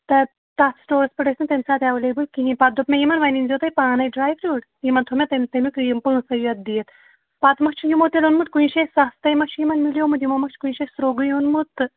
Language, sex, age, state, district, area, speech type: Kashmiri, female, 30-45, Jammu and Kashmir, Shopian, rural, conversation